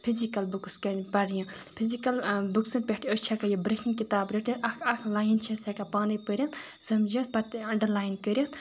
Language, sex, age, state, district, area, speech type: Kashmiri, female, 18-30, Jammu and Kashmir, Kupwara, rural, spontaneous